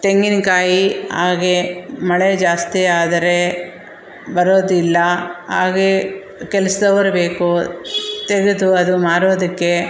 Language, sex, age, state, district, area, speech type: Kannada, female, 45-60, Karnataka, Bangalore Rural, rural, spontaneous